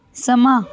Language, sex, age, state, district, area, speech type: Punjabi, female, 18-30, Punjab, Amritsar, urban, read